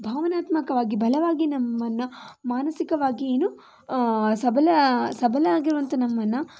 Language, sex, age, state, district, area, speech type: Kannada, female, 18-30, Karnataka, Shimoga, rural, spontaneous